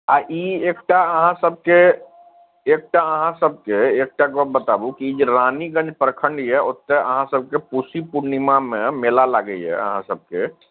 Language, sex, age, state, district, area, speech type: Maithili, male, 45-60, Bihar, Araria, rural, conversation